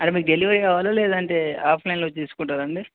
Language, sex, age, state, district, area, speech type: Telugu, male, 18-30, Telangana, Hanamkonda, urban, conversation